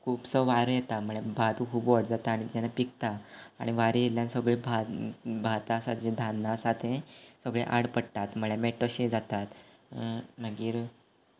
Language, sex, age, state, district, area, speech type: Goan Konkani, male, 18-30, Goa, Quepem, rural, spontaneous